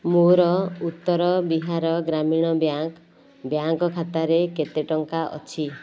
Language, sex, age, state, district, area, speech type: Odia, female, 30-45, Odisha, Nayagarh, rural, read